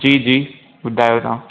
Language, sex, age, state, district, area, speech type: Sindhi, male, 18-30, Gujarat, Surat, urban, conversation